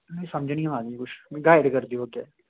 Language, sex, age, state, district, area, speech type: Dogri, male, 30-45, Jammu and Kashmir, Samba, rural, conversation